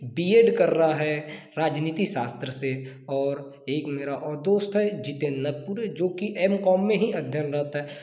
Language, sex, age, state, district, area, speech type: Hindi, male, 18-30, Madhya Pradesh, Balaghat, rural, spontaneous